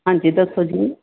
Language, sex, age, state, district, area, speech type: Punjabi, female, 45-60, Punjab, Gurdaspur, urban, conversation